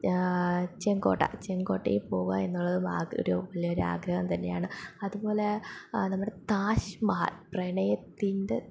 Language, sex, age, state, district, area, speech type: Malayalam, female, 18-30, Kerala, Palakkad, rural, spontaneous